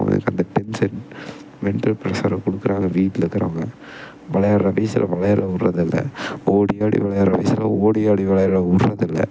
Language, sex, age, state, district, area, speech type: Tamil, male, 18-30, Tamil Nadu, Tiruppur, rural, spontaneous